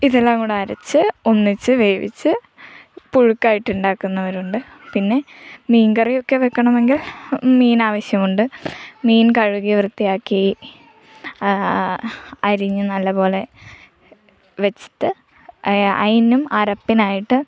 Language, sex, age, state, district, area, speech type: Malayalam, female, 18-30, Kerala, Kottayam, rural, spontaneous